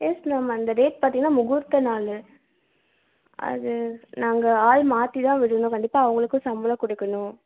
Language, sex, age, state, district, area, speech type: Tamil, female, 18-30, Tamil Nadu, Coimbatore, rural, conversation